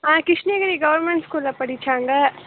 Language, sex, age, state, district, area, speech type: Tamil, female, 18-30, Tamil Nadu, Krishnagiri, rural, conversation